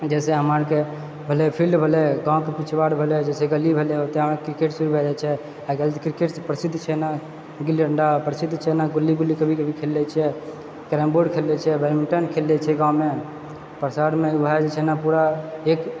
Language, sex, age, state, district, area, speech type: Maithili, male, 30-45, Bihar, Purnia, rural, spontaneous